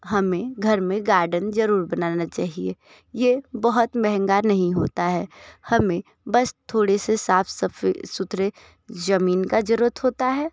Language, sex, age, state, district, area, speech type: Hindi, other, 30-45, Uttar Pradesh, Sonbhadra, rural, spontaneous